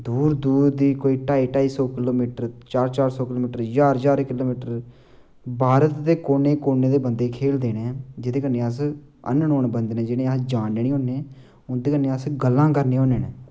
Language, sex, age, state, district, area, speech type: Dogri, male, 18-30, Jammu and Kashmir, Samba, rural, spontaneous